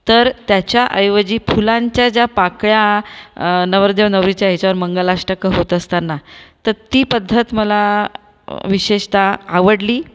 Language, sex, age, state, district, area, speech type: Marathi, female, 45-60, Maharashtra, Buldhana, urban, spontaneous